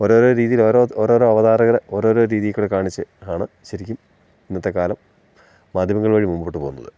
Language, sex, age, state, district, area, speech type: Malayalam, male, 45-60, Kerala, Idukki, rural, spontaneous